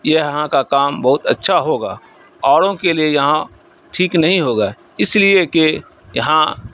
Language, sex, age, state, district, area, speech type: Urdu, male, 30-45, Bihar, Saharsa, rural, spontaneous